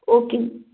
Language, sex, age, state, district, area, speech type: Tamil, female, 18-30, Tamil Nadu, Nilgiris, rural, conversation